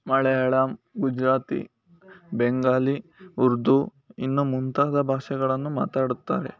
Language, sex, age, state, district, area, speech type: Kannada, male, 18-30, Karnataka, Chikkamagaluru, rural, spontaneous